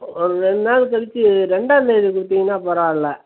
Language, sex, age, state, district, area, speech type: Tamil, male, 60+, Tamil Nadu, Perambalur, urban, conversation